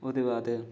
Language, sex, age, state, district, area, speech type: Dogri, male, 18-30, Jammu and Kashmir, Udhampur, rural, spontaneous